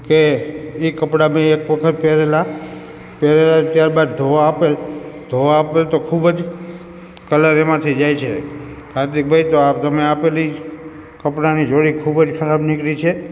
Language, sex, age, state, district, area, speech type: Gujarati, male, 30-45, Gujarat, Morbi, urban, spontaneous